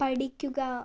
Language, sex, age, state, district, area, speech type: Malayalam, female, 18-30, Kerala, Wayanad, rural, read